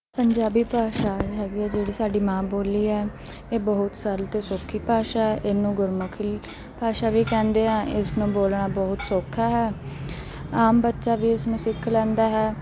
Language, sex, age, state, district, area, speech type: Punjabi, female, 18-30, Punjab, Mansa, urban, spontaneous